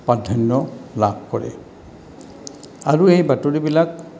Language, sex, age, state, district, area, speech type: Assamese, male, 60+, Assam, Goalpara, rural, spontaneous